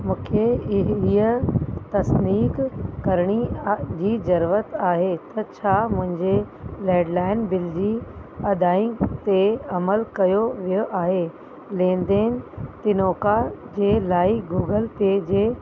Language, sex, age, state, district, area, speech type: Sindhi, female, 30-45, Uttar Pradesh, Lucknow, urban, read